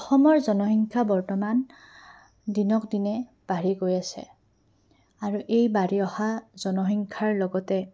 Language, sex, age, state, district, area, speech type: Assamese, female, 18-30, Assam, Goalpara, urban, spontaneous